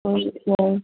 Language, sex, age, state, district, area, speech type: Manipuri, female, 45-60, Manipur, Imphal East, rural, conversation